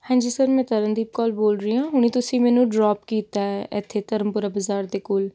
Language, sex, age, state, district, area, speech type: Punjabi, female, 18-30, Punjab, Patiala, urban, spontaneous